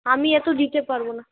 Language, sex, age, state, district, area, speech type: Bengali, female, 18-30, West Bengal, Alipurduar, rural, conversation